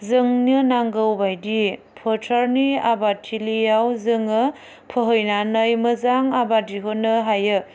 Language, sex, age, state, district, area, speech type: Bodo, female, 30-45, Assam, Chirang, rural, spontaneous